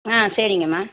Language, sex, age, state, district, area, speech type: Tamil, female, 45-60, Tamil Nadu, Madurai, urban, conversation